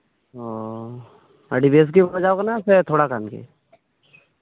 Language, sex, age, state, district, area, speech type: Santali, male, 18-30, West Bengal, Birbhum, rural, conversation